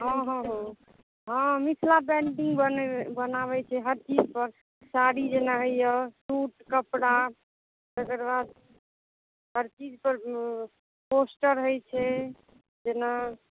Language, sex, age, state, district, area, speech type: Maithili, female, 18-30, Bihar, Madhubani, rural, conversation